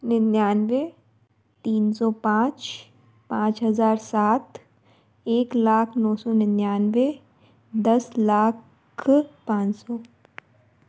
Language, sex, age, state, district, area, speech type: Hindi, female, 30-45, Madhya Pradesh, Bhopal, urban, spontaneous